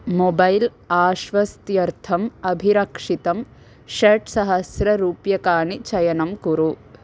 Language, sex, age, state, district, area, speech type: Sanskrit, female, 18-30, Andhra Pradesh, N T Rama Rao, urban, read